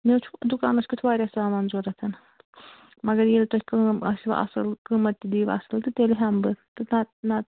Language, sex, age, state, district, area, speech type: Kashmiri, female, 45-60, Jammu and Kashmir, Bandipora, rural, conversation